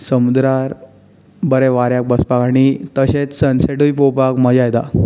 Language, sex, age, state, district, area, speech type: Goan Konkani, male, 18-30, Goa, Bardez, urban, spontaneous